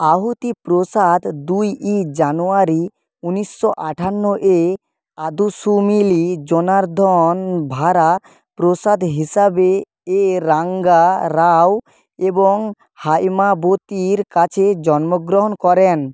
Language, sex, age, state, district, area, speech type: Bengali, male, 18-30, West Bengal, Purba Medinipur, rural, read